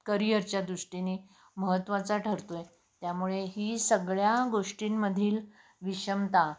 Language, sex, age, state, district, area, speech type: Marathi, female, 60+, Maharashtra, Nashik, urban, spontaneous